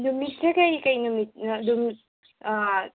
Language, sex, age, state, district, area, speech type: Manipuri, female, 18-30, Manipur, Senapati, urban, conversation